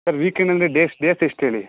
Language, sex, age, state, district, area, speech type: Kannada, male, 18-30, Karnataka, Chikkamagaluru, rural, conversation